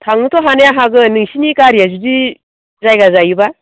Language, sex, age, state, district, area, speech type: Bodo, female, 45-60, Assam, Baksa, rural, conversation